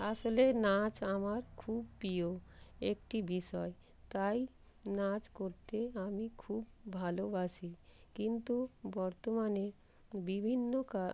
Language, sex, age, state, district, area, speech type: Bengali, female, 45-60, West Bengal, North 24 Parganas, urban, spontaneous